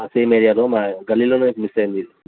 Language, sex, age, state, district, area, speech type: Telugu, male, 18-30, Telangana, Vikarabad, urban, conversation